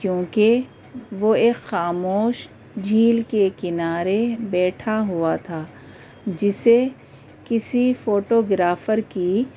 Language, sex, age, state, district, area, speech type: Urdu, female, 45-60, Delhi, North East Delhi, urban, spontaneous